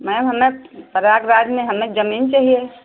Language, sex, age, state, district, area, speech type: Hindi, female, 60+, Uttar Pradesh, Ayodhya, rural, conversation